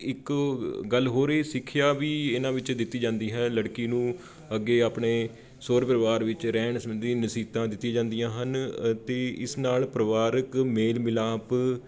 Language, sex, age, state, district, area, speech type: Punjabi, male, 30-45, Punjab, Patiala, urban, spontaneous